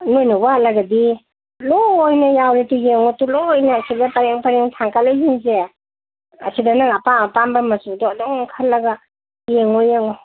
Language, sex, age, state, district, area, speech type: Manipuri, female, 60+, Manipur, Kangpokpi, urban, conversation